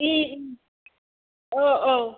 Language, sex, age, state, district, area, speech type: Bodo, female, 60+, Assam, Chirang, rural, conversation